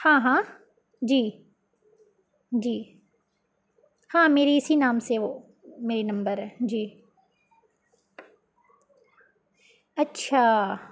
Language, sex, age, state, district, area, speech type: Urdu, female, 18-30, Bihar, Gaya, urban, spontaneous